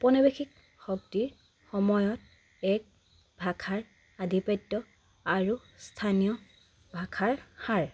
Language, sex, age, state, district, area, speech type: Assamese, female, 18-30, Assam, Charaideo, urban, spontaneous